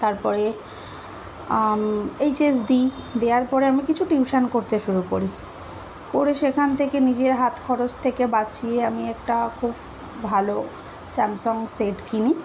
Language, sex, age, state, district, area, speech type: Bengali, female, 18-30, West Bengal, Dakshin Dinajpur, urban, spontaneous